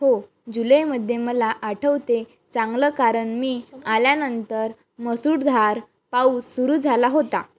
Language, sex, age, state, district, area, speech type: Marathi, female, 18-30, Maharashtra, Wardha, rural, read